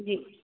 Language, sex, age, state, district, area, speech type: Dogri, female, 30-45, Jammu and Kashmir, Udhampur, urban, conversation